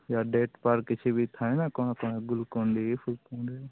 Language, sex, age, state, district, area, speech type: Odia, male, 45-60, Odisha, Sundergarh, rural, conversation